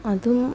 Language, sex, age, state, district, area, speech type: Malayalam, female, 18-30, Kerala, Kasaragod, urban, spontaneous